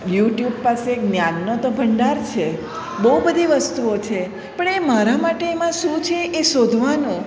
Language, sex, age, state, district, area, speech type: Gujarati, female, 45-60, Gujarat, Surat, urban, spontaneous